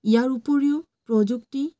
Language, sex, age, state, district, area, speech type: Assamese, female, 30-45, Assam, Charaideo, urban, spontaneous